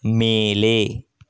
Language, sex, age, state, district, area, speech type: Tamil, male, 18-30, Tamil Nadu, Dharmapuri, urban, read